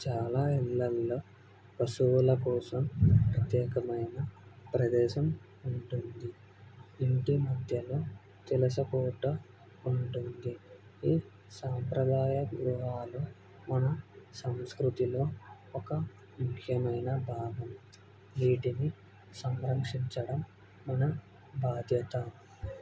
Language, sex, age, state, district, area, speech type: Telugu, male, 18-30, Andhra Pradesh, Kadapa, rural, spontaneous